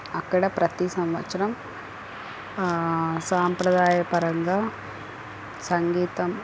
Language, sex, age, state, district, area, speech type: Telugu, female, 30-45, Andhra Pradesh, Chittoor, urban, spontaneous